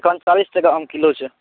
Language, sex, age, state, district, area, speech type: Maithili, male, 18-30, Bihar, Saharsa, rural, conversation